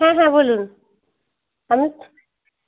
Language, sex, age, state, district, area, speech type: Bengali, female, 30-45, West Bengal, Birbhum, urban, conversation